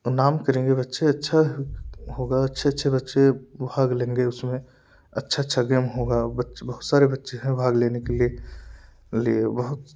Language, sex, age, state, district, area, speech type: Hindi, male, 18-30, Uttar Pradesh, Jaunpur, urban, spontaneous